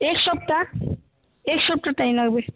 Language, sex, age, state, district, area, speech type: Bengali, female, 18-30, West Bengal, Malda, urban, conversation